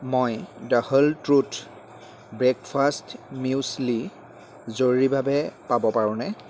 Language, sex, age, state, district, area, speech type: Assamese, male, 30-45, Assam, Jorhat, rural, read